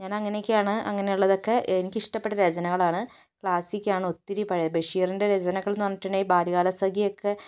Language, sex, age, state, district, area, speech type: Malayalam, female, 30-45, Kerala, Kozhikode, urban, spontaneous